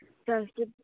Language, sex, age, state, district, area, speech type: Sanskrit, female, 18-30, Maharashtra, Wardha, urban, conversation